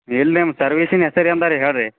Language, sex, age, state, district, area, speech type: Kannada, male, 18-30, Karnataka, Gulbarga, urban, conversation